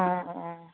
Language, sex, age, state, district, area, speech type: Assamese, female, 18-30, Assam, Lakhimpur, rural, conversation